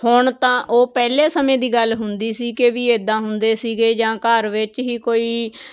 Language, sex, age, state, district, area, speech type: Punjabi, female, 30-45, Punjab, Moga, rural, spontaneous